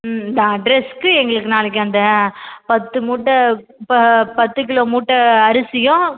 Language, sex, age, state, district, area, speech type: Tamil, female, 18-30, Tamil Nadu, Cuddalore, rural, conversation